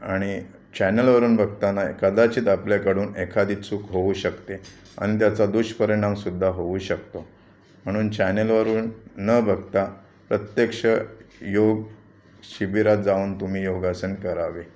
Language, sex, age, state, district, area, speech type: Marathi, male, 45-60, Maharashtra, Raigad, rural, spontaneous